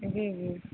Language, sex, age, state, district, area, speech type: Urdu, female, 18-30, Delhi, East Delhi, urban, conversation